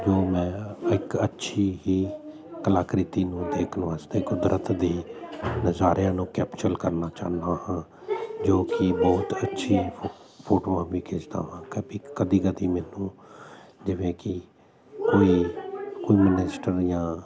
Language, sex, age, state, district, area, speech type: Punjabi, male, 45-60, Punjab, Jalandhar, urban, spontaneous